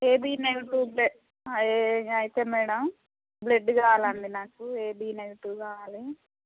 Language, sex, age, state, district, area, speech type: Telugu, female, 30-45, Telangana, Warangal, rural, conversation